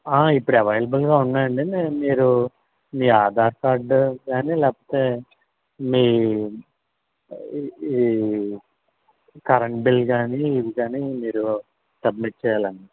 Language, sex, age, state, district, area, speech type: Telugu, male, 30-45, Telangana, Mancherial, rural, conversation